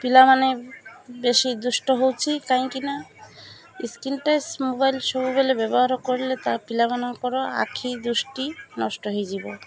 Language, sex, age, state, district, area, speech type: Odia, female, 45-60, Odisha, Malkangiri, urban, spontaneous